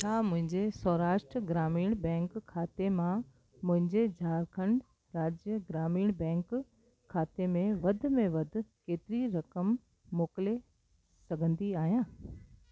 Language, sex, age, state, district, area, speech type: Sindhi, female, 60+, Delhi, South Delhi, urban, read